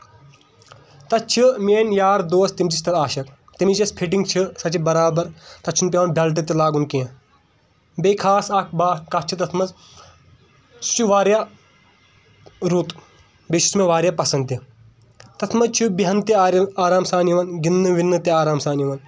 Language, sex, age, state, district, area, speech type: Kashmiri, male, 18-30, Jammu and Kashmir, Kulgam, urban, spontaneous